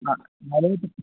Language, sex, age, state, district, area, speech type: Hindi, male, 60+, Uttar Pradesh, Chandauli, rural, conversation